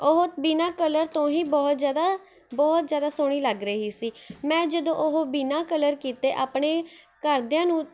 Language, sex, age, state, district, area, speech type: Punjabi, female, 18-30, Punjab, Mohali, urban, spontaneous